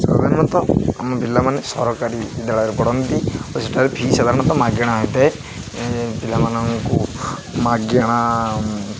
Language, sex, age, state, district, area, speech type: Odia, male, 18-30, Odisha, Jagatsinghpur, rural, spontaneous